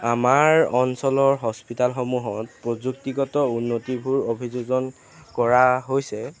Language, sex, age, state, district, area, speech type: Assamese, male, 18-30, Assam, Jorhat, urban, spontaneous